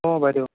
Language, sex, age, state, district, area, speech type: Assamese, male, 30-45, Assam, Golaghat, urban, conversation